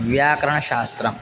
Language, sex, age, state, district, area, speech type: Sanskrit, male, 18-30, Assam, Dhemaji, rural, spontaneous